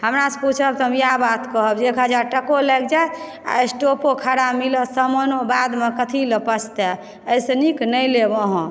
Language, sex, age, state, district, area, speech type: Maithili, female, 30-45, Bihar, Supaul, rural, spontaneous